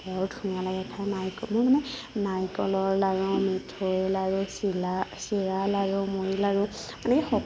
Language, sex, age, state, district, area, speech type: Assamese, female, 30-45, Assam, Nagaon, rural, spontaneous